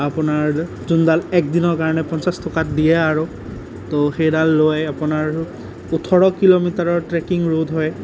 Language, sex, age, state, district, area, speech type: Assamese, male, 18-30, Assam, Nalbari, rural, spontaneous